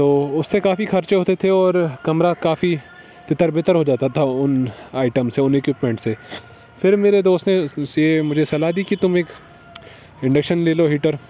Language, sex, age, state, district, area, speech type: Urdu, male, 18-30, Jammu and Kashmir, Srinagar, urban, spontaneous